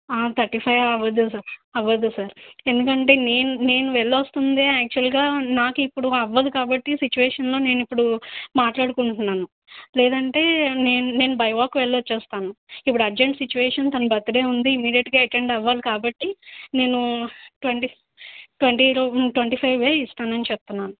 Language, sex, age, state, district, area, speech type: Telugu, female, 30-45, Andhra Pradesh, Nandyal, rural, conversation